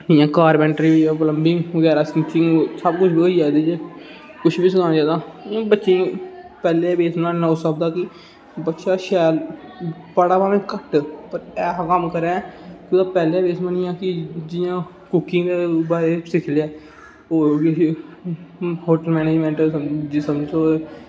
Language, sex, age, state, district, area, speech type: Dogri, male, 18-30, Jammu and Kashmir, Samba, rural, spontaneous